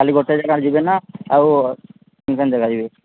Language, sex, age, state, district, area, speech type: Odia, male, 30-45, Odisha, Sambalpur, rural, conversation